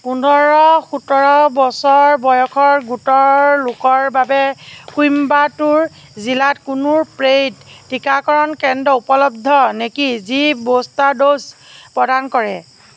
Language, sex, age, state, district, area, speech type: Assamese, female, 45-60, Assam, Nagaon, rural, read